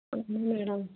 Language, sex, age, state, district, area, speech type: Telugu, female, 18-30, Andhra Pradesh, West Godavari, rural, conversation